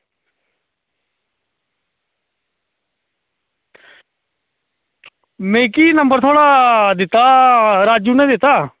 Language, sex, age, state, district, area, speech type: Dogri, male, 30-45, Jammu and Kashmir, Reasi, rural, conversation